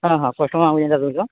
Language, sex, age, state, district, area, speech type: Odia, male, 45-60, Odisha, Nuapada, urban, conversation